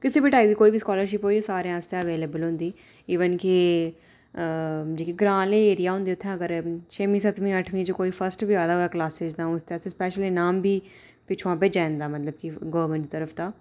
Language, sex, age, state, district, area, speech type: Dogri, female, 30-45, Jammu and Kashmir, Udhampur, urban, spontaneous